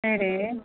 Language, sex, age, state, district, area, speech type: Tamil, female, 30-45, Tamil Nadu, Kanchipuram, urban, conversation